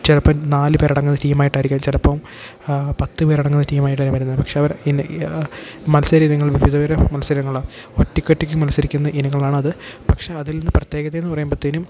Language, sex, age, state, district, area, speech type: Malayalam, male, 18-30, Kerala, Idukki, rural, spontaneous